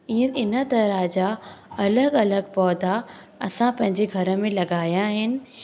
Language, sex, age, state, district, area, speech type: Sindhi, female, 18-30, Madhya Pradesh, Katni, rural, spontaneous